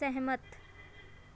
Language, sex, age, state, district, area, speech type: Punjabi, female, 18-30, Punjab, Shaheed Bhagat Singh Nagar, urban, read